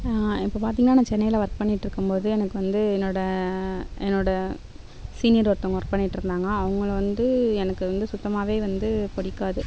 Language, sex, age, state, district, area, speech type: Tamil, female, 18-30, Tamil Nadu, Mayiladuthurai, rural, spontaneous